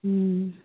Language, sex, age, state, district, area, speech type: Telugu, female, 30-45, Telangana, Hanamkonda, urban, conversation